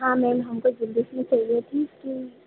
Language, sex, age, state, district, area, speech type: Hindi, female, 30-45, Madhya Pradesh, Harda, urban, conversation